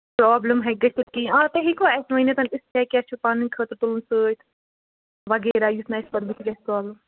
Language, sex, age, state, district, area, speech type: Kashmiri, female, 18-30, Jammu and Kashmir, Bandipora, rural, conversation